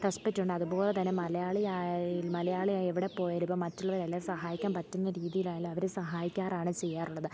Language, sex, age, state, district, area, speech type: Malayalam, female, 18-30, Kerala, Alappuzha, rural, spontaneous